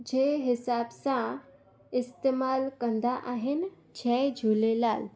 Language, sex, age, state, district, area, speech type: Sindhi, female, 18-30, Gujarat, Junagadh, rural, spontaneous